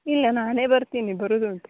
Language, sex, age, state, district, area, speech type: Kannada, female, 18-30, Karnataka, Uttara Kannada, rural, conversation